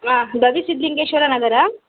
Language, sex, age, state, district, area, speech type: Kannada, female, 30-45, Karnataka, Vijayanagara, rural, conversation